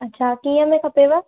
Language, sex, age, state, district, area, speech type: Sindhi, female, 18-30, Madhya Pradesh, Katni, urban, conversation